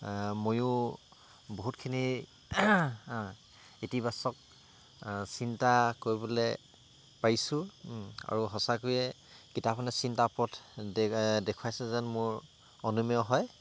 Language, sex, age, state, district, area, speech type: Assamese, male, 30-45, Assam, Tinsukia, urban, spontaneous